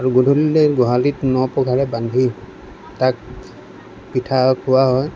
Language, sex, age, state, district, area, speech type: Assamese, male, 45-60, Assam, Lakhimpur, rural, spontaneous